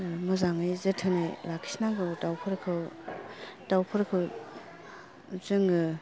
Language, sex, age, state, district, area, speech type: Bodo, female, 30-45, Assam, Kokrajhar, rural, spontaneous